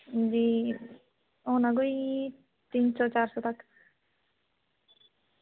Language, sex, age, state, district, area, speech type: Dogri, female, 18-30, Jammu and Kashmir, Samba, rural, conversation